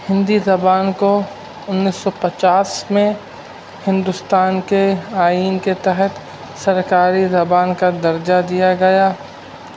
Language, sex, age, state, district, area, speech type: Urdu, male, 30-45, Uttar Pradesh, Rampur, urban, spontaneous